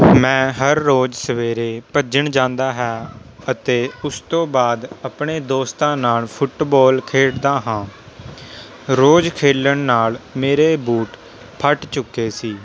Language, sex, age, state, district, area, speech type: Punjabi, male, 18-30, Punjab, Rupnagar, urban, spontaneous